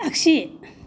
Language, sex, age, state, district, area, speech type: Bodo, female, 45-60, Assam, Kokrajhar, urban, read